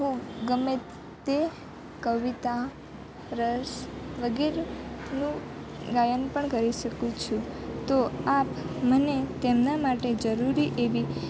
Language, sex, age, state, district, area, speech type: Gujarati, female, 18-30, Gujarat, Valsad, rural, spontaneous